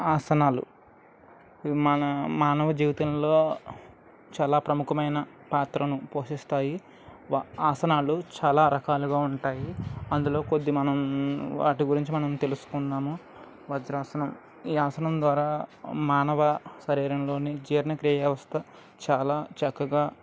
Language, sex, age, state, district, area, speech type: Telugu, male, 30-45, Andhra Pradesh, Anakapalli, rural, spontaneous